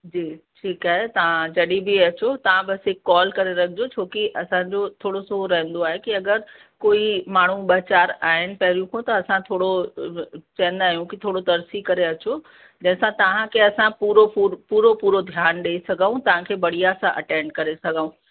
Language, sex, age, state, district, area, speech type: Sindhi, female, 45-60, Uttar Pradesh, Lucknow, urban, conversation